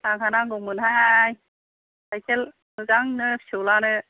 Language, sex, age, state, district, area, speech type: Bodo, female, 60+, Assam, Kokrajhar, rural, conversation